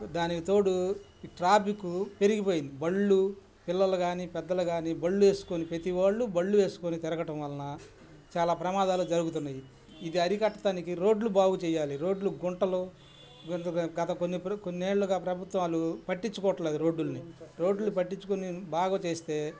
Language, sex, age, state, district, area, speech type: Telugu, male, 60+, Andhra Pradesh, Bapatla, urban, spontaneous